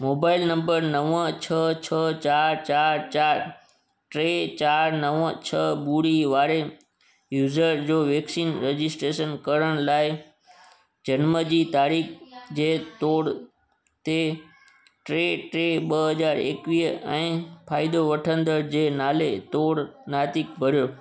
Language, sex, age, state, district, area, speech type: Sindhi, male, 30-45, Gujarat, Junagadh, rural, read